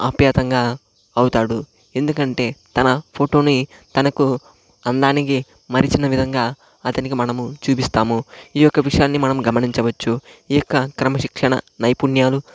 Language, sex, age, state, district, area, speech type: Telugu, male, 45-60, Andhra Pradesh, Chittoor, urban, spontaneous